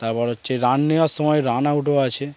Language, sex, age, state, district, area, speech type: Bengali, male, 18-30, West Bengal, Darjeeling, urban, spontaneous